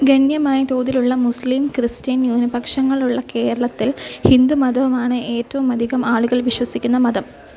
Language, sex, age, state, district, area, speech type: Malayalam, female, 18-30, Kerala, Alappuzha, rural, read